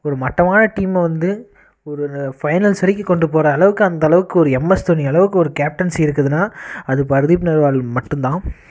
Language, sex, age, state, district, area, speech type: Tamil, male, 18-30, Tamil Nadu, Namakkal, rural, spontaneous